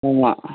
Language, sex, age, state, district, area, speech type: Tamil, male, 60+, Tamil Nadu, Vellore, rural, conversation